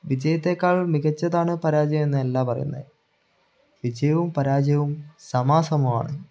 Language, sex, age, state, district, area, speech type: Malayalam, male, 18-30, Kerala, Kannur, urban, spontaneous